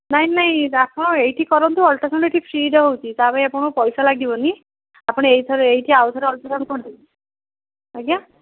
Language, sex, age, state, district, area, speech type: Odia, female, 18-30, Odisha, Kendujhar, urban, conversation